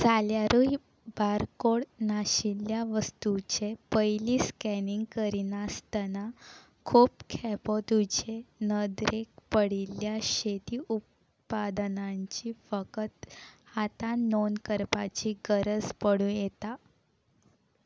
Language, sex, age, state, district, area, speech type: Goan Konkani, female, 18-30, Goa, Salcete, rural, read